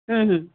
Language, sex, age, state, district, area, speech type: Odia, female, 45-60, Odisha, Sundergarh, rural, conversation